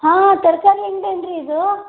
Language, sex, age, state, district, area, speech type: Kannada, female, 60+, Karnataka, Koppal, rural, conversation